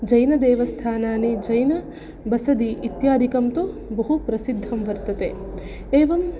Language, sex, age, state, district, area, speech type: Sanskrit, female, 18-30, Karnataka, Udupi, rural, spontaneous